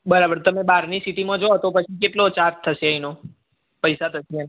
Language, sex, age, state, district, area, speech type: Gujarati, male, 18-30, Gujarat, Mehsana, rural, conversation